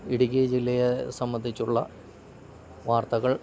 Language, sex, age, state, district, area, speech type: Malayalam, male, 60+, Kerala, Idukki, rural, spontaneous